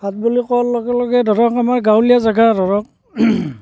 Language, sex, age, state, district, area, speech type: Assamese, male, 45-60, Assam, Barpeta, rural, spontaneous